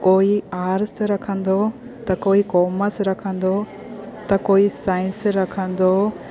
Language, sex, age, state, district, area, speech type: Sindhi, female, 30-45, Gujarat, Junagadh, rural, spontaneous